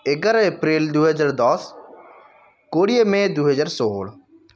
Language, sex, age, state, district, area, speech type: Odia, male, 18-30, Odisha, Puri, urban, spontaneous